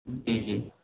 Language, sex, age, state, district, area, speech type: Urdu, male, 18-30, Bihar, Saharsa, rural, conversation